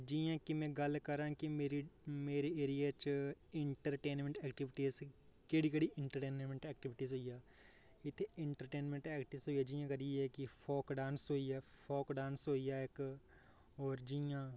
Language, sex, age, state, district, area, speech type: Dogri, male, 18-30, Jammu and Kashmir, Reasi, rural, spontaneous